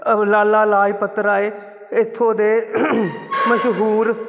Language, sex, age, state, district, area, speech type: Punjabi, male, 30-45, Punjab, Jalandhar, urban, spontaneous